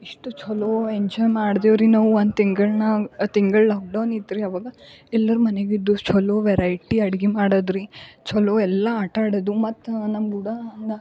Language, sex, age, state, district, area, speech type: Kannada, female, 18-30, Karnataka, Gulbarga, urban, spontaneous